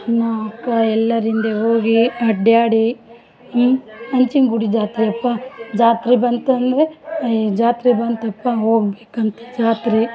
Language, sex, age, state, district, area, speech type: Kannada, female, 45-60, Karnataka, Vijayanagara, rural, spontaneous